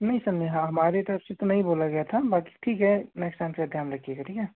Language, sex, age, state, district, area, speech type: Hindi, male, 18-30, Madhya Pradesh, Seoni, urban, conversation